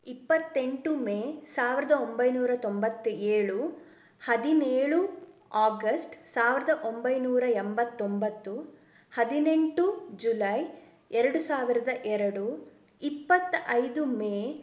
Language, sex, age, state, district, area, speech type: Kannada, female, 18-30, Karnataka, Shimoga, rural, spontaneous